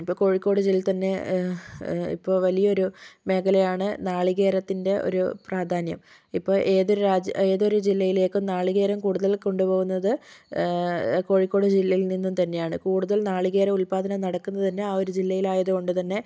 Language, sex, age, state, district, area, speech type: Malayalam, female, 18-30, Kerala, Kozhikode, urban, spontaneous